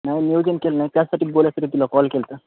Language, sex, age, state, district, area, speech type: Marathi, male, 18-30, Maharashtra, Nanded, rural, conversation